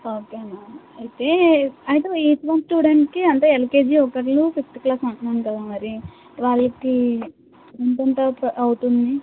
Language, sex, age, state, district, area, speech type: Telugu, female, 60+, Andhra Pradesh, Kakinada, rural, conversation